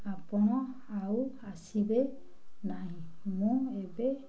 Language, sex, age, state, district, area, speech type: Odia, female, 60+, Odisha, Ganjam, urban, spontaneous